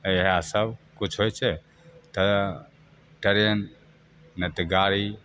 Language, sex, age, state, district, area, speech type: Maithili, male, 45-60, Bihar, Begusarai, rural, spontaneous